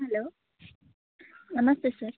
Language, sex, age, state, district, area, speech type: Kannada, female, 18-30, Karnataka, Koppal, rural, conversation